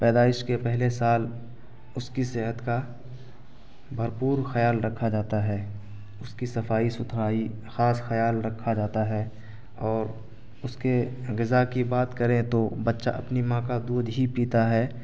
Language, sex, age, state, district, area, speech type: Urdu, male, 18-30, Bihar, Araria, rural, spontaneous